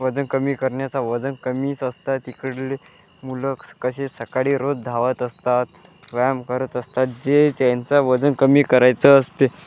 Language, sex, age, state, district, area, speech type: Marathi, male, 18-30, Maharashtra, Wardha, rural, spontaneous